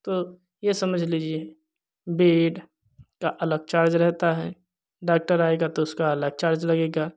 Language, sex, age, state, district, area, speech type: Hindi, male, 30-45, Uttar Pradesh, Jaunpur, rural, spontaneous